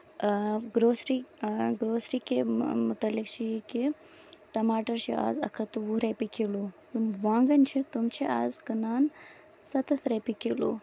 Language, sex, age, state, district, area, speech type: Kashmiri, female, 18-30, Jammu and Kashmir, Baramulla, rural, spontaneous